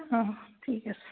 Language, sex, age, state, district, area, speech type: Assamese, female, 60+, Assam, Tinsukia, rural, conversation